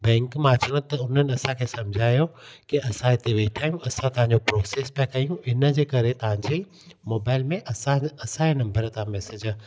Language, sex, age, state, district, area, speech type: Sindhi, male, 30-45, Gujarat, Kutch, rural, spontaneous